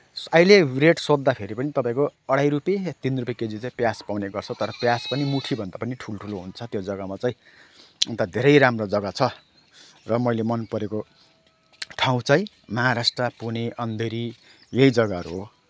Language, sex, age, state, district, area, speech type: Nepali, male, 30-45, West Bengal, Kalimpong, rural, spontaneous